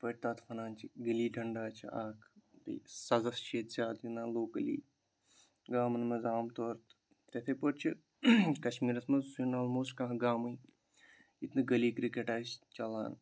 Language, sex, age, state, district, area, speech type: Kashmiri, male, 18-30, Jammu and Kashmir, Pulwama, urban, spontaneous